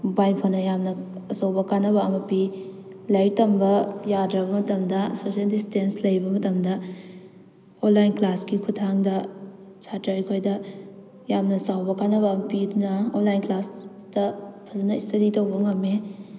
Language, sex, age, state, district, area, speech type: Manipuri, female, 18-30, Manipur, Kakching, rural, spontaneous